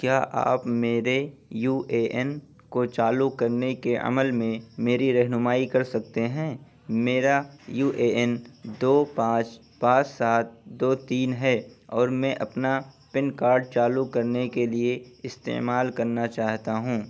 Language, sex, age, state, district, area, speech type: Urdu, male, 18-30, Uttar Pradesh, Siddharthnagar, rural, read